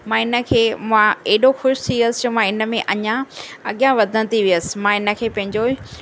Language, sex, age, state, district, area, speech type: Sindhi, female, 30-45, Maharashtra, Thane, urban, spontaneous